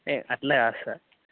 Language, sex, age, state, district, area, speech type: Telugu, male, 18-30, Telangana, Peddapalli, rural, conversation